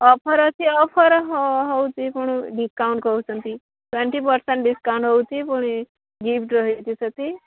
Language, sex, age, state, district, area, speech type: Odia, female, 18-30, Odisha, Subarnapur, urban, conversation